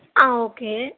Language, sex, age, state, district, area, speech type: Tamil, female, 18-30, Tamil Nadu, Ranipet, urban, conversation